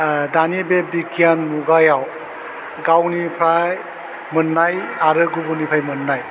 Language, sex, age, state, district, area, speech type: Bodo, male, 45-60, Assam, Chirang, rural, spontaneous